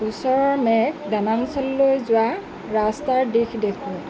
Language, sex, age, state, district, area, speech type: Assamese, female, 45-60, Assam, Lakhimpur, rural, read